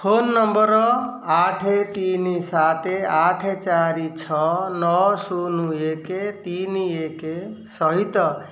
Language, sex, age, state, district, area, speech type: Odia, male, 45-60, Odisha, Jajpur, rural, read